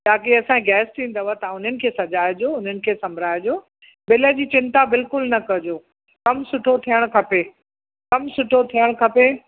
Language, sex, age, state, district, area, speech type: Sindhi, female, 60+, Uttar Pradesh, Lucknow, rural, conversation